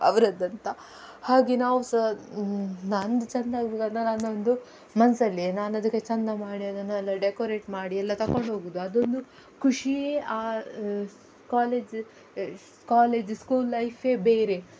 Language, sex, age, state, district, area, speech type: Kannada, female, 18-30, Karnataka, Udupi, urban, spontaneous